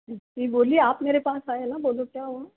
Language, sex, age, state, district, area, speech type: Hindi, female, 60+, Rajasthan, Jodhpur, urban, conversation